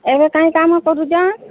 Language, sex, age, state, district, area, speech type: Odia, female, 45-60, Odisha, Sambalpur, rural, conversation